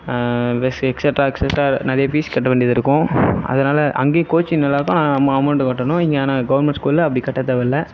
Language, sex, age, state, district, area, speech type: Tamil, male, 30-45, Tamil Nadu, Sivaganga, rural, spontaneous